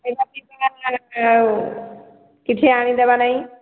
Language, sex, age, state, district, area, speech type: Odia, female, 45-60, Odisha, Sambalpur, rural, conversation